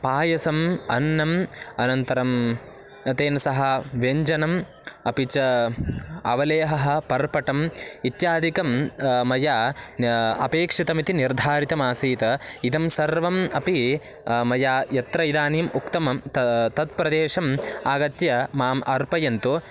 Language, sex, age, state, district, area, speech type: Sanskrit, male, 18-30, Karnataka, Bagalkot, rural, spontaneous